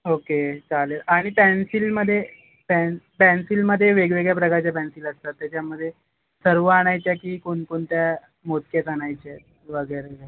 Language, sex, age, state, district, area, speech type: Marathi, male, 18-30, Maharashtra, Ratnagiri, urban, conversation